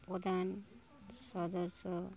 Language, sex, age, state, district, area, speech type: Bengali, female, 60+, West Bengal, Darjeeling, rural, spontaneous